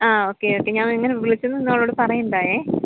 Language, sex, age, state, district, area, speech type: Malayalam, female, 18-30, Kerala, Idukki, rural, conversation